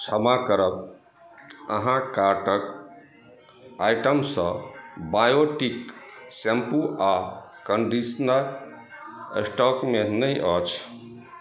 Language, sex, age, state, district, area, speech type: Maithili, male, 45-60, Bihar, Madhubani, rural, read